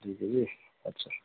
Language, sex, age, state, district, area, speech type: Nepali, male, 30-45, West Bengal, Kalimpong, rural, conversation